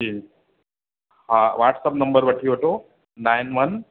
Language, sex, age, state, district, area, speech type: Sindhi, male, 45-60, Uttar Pradesh, Lucknow, urban, conversation